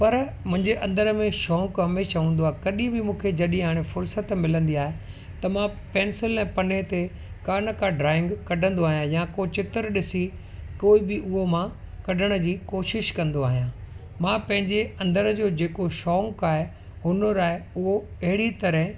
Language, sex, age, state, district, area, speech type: Sindhi, male, 45-60, Gujarat, Kutch, urban, spontaneous